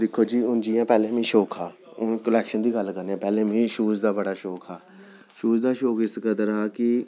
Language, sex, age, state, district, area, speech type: Dogri, male, 30-45, Jammu and Kashmir, Jammu, urban, spontaneous